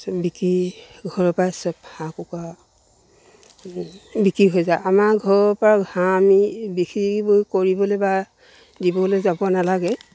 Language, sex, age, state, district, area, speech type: Assamese, female, 60+, Assam, Dibrugarh, rural, spontaneous